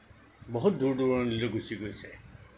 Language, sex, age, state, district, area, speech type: Assamese, male, 60+, Assam, Nagaon, rural, spontaneous